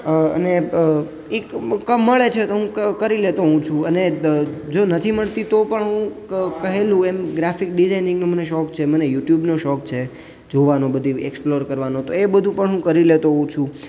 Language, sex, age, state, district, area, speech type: Gujarati, male, 18-30, Gujarat, Junagadh, urban, spontaneous